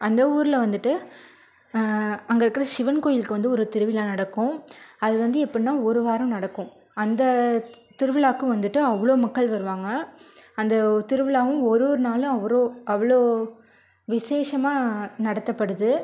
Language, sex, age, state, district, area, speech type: Tamil, female, 30-45, Tamil Nadu, Ariyalur, rural, spontaneous